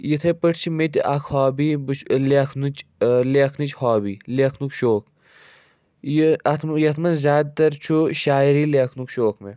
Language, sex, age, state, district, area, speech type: Kashmiri, male, 45-60, Jammu and Kashmir, Budgam, rural, spontaneous